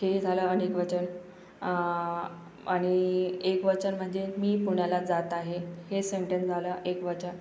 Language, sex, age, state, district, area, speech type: Marathi, female, 18-30, Maharashtra, Akola, urban, spontaneous